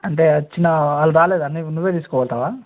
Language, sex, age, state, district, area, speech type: Telugu, male, 18-30, Telangana, Nagarkurnool, urban, conversation